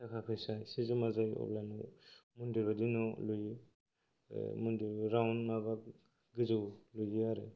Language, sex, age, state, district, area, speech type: Bodo, male, 45-60, Assam, Kokrajhar, rural, spontaneous